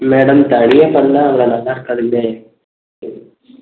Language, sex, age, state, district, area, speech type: Tamil, male, 18-30, Tamil Nadu, Erode, rural, conversation